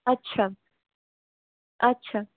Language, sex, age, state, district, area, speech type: Bengali, female, 18-30, West Bengal, Purulia, urban, conversation